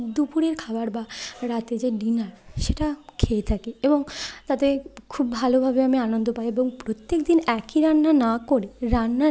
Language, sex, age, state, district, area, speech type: Bengali, female, 30-45, West Bengal, Bankura, urban, spontaneous